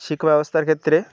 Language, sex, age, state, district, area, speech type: Bengali, male, 30-45, West Bengal, Birbhum, urban, spontaneous